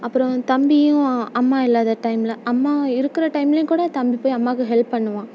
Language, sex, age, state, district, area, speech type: Tamil, female, 18-30, Tamil Nadu, Tiruvarur, rural, spontaneous